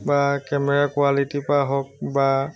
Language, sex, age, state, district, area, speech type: Assamese, male, 30-45, Assam, Tinsukia, rural, spontaneous